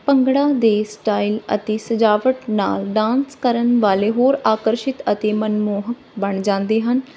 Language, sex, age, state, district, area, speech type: Punjabi, female, 30-45, Punjab, Barnala, rural, spontaneous